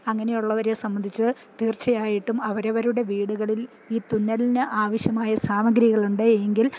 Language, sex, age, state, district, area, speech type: Malayalam, female, 60+, Kerala, Idukki, rural, spontaneous